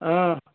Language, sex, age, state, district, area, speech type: Kashmiri, male, 18-30, Jammu and Kashmir, Budgam, rural, conversation